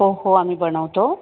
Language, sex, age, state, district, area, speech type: Marathi, female, 30-45, Maharashtra, Thane, urban, conversation